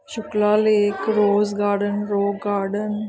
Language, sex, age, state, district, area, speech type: Punjabi, female, 30-45, Punjab, Ludhiana, urban, spontaneous